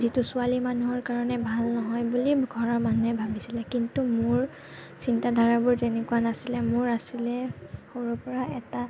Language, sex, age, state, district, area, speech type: Assamese, female, 18-30, Assam, Kamrup Metropolitan, urban, spontaneous